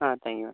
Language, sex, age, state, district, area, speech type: Malayalam, male, 18-30, Kerala, Wayanad, rural, conversation